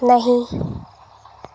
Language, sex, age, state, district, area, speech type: Hindi, female, 18-30, Madhya Pradesh, Hoshangabad, rural, read